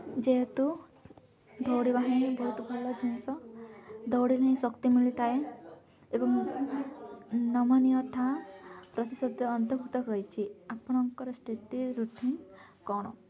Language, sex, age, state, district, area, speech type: Odia, female, 18-30, Odisha, Nabarangpur, urban, spontaneous